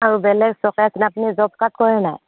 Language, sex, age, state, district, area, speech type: Assamese, female, 45-60, Assam, Dibrugarh, rural, conversation